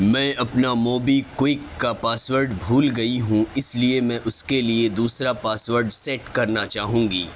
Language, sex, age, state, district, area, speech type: Urdu, male, 18-30, Delhi, Central Delhi, urban, read